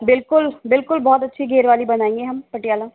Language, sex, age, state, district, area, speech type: Hindi, female, 60+, Rajasthan, Jaipur, urban, conversation